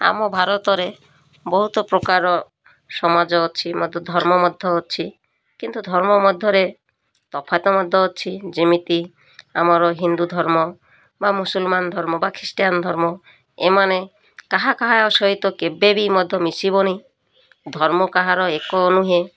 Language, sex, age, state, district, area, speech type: Odia, female, 45-60, Odisha, Malkangiri, urban, spontaneous